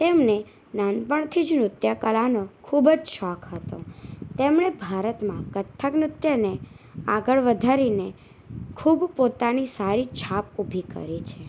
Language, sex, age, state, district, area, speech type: Gujarati, female, 18-30, Gujarat, Anand, urban, spontaneous